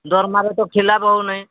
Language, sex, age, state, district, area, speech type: Odia, male, 45-60, Odisha, Sambalpur, rural, conversation